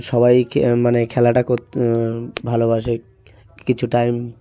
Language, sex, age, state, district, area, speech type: Bengali, male, 30-45, West Bengal, South 24 Parganas, rural, spontaneous